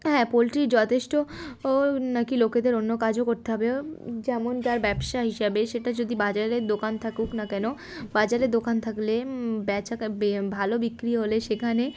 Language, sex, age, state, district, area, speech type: Bengali, female, 18-30, West Bengal, Darjeeling, urban, spontaneous